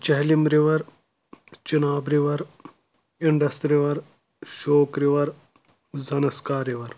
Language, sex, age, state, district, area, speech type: Kashmiri, male, 30-45, Jammu and Kashmir, Anantnag, rural, spontaneous